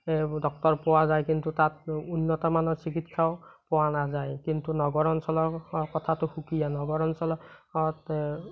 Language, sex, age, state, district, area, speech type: Assamese, male, 30-45, Assam, Morigaon, rural, spontaneous